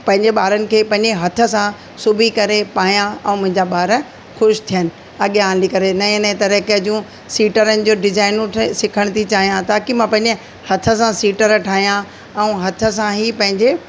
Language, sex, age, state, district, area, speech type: Sindhi, female, 45-60, Delhi, South Delhi, urban, spontaneous